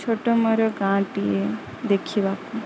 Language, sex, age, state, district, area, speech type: Odia, female, 18-30, Odisha, Sundergarh, urban, spontaneous